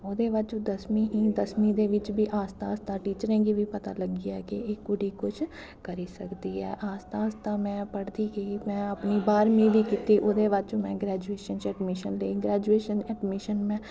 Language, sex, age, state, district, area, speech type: Dogri, female, 18-30, Jammu and Kashmir, Kathua, urban, spontaneous